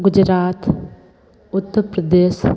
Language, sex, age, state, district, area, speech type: Hindi, female, 18-30, Uttar Pradesh, Sonbhadra, rural, spontaneous